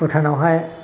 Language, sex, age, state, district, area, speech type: Bodo, male, 60+, Assam, Chirang, urban, spontaneous